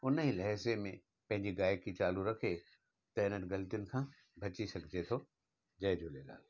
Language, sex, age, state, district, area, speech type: Sindhi, male, 60+, Gujarat, Surat, urban, spontaneous